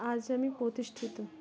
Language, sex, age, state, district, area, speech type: Bengali, female, 18-30, West Bengal, Dakshin Dinajpur, urban, spontaneous